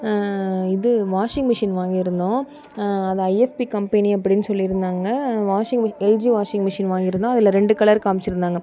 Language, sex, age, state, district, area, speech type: Tamil, female, 30-45, Tamil Nadu, Pudukkottai, rural, spontaneous